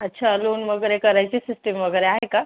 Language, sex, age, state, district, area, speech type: Marathi, female, 18-30, Maharashtra, Thane, urban, conversation